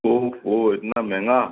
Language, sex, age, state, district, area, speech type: Hindi, male, 30-45, Madhya Pradesh, Gwalior, rural, conversation